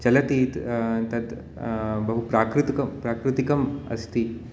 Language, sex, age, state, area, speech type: Sanskrit, male, 30-45, Uttar Pradesh, urban, spontaneous